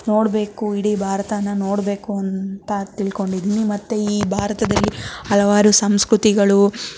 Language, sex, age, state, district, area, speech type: Kannada, female, 18-30, Karnataka, Davanagere, urban, spontaneous